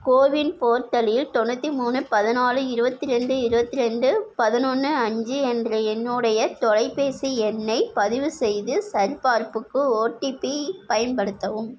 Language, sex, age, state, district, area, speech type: Tamil, female, 30-45, Tamil Nadu, Nagapattinam, rural, read